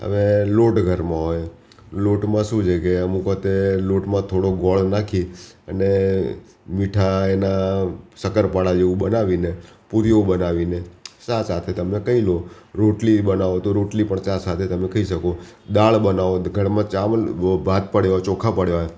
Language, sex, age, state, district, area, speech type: Gujarati, male, 60+, Gujarat, Ahmedabad, urban, spontaneous